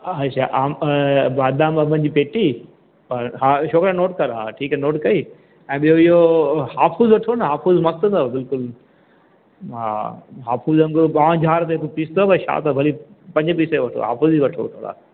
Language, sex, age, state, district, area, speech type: Sindhi, male, 60+, Madhya Pradesh, Katni, urban, conversation